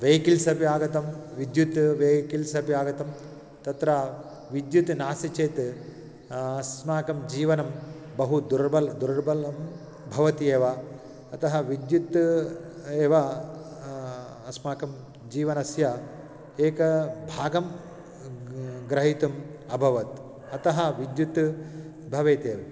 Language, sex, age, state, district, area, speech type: Sanskrit, male, 45-60, Telangana, Karimnagar, urban, spontaneous